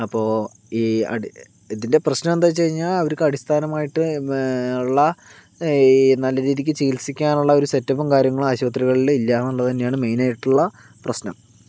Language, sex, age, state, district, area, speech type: Malayalam, male, 30-45, Kerala, Palakkad, urban, spontaneous